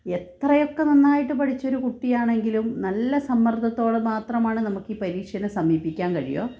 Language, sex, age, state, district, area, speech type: Malayalam, female, 30-45, Kerala, Kannur, urban, spontaneous